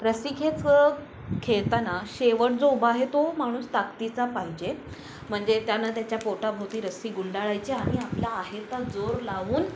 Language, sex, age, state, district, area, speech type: Marathi, female, 18-30, Maharashtra, Ratnagiri, rural, spontaneous